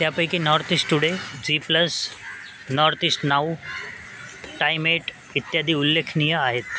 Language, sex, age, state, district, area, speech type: Marathi, male, 30-45, Maharashtra, Mumbai Suburban, urban, read